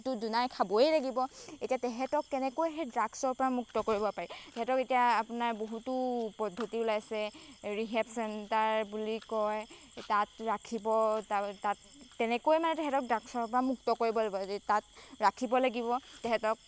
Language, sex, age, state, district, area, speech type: Assamese, female, 18-30, Assam, Golaghat, rural, spontaneous